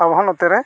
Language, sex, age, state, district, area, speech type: Santali, male, 45-60, Odisha, Mayurbhanj, rural, spontaneous